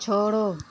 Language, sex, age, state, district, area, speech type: Hindi, female, 60+, Uttar Pradesh, Mau, rural, read